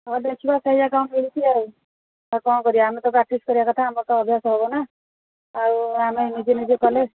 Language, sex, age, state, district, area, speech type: Odia, female, 45-60, Odisha, Rayagada, rural, conversation